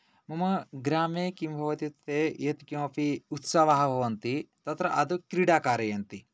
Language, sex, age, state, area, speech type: Sanskrit, male, 18-30, Odisha, rural, spontaneous